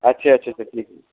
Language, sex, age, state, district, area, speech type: Punjabi, male, 30-45, Punjab, Barnala, rural, conversation